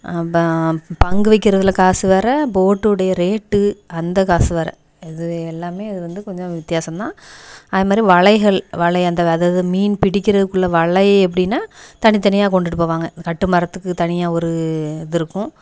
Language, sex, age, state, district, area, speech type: Tamil, female, 30-45, Tamil Nadu, Thoothukudi, rural, spontaneous